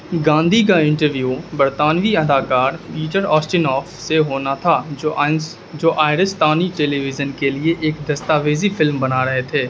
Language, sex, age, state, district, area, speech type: Urdu, male, 18-30, Bihar, Darbhanga, rural, read